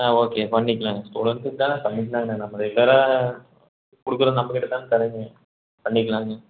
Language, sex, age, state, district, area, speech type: Tamil, male, 18-30, Tamil Nadu, Erode, rural, conversation